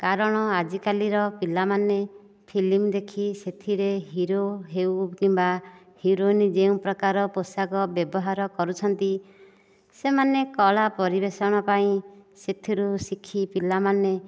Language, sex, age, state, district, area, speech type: Odia, female, 60+, Odisha, Nayagarh, rural, spontaneous